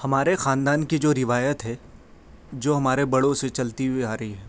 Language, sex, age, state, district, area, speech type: Urdu, male, 18-30, Delhi, Central Delhi, urban, spontaneous